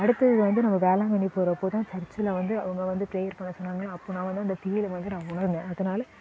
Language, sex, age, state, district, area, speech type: Tamil, female, 18-30, Tamil Nadu, Namakkal, rural, spontaneous